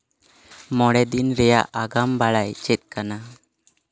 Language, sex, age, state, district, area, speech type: Santali, male, 18-30, West Bengal, Jhargram, rural, read